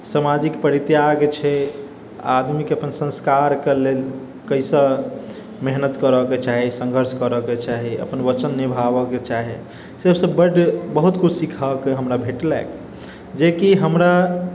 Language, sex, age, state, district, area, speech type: Maithili, male, 18-30, Bihar, Sitamarhi, urban, spontaneous